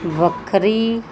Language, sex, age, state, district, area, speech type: Punjabi, female, 30-45, Punjab, Muktsar, urban, read